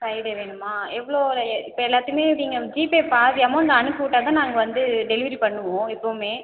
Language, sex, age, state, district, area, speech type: Tamil, female, 30-45, Tamil Nadu, Cuddalore, rural, conversation